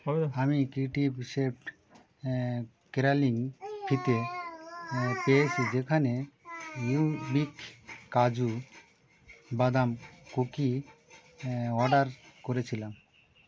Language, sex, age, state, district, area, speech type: Bengali, male, 60+, West Bengal, Birbhum, urban, read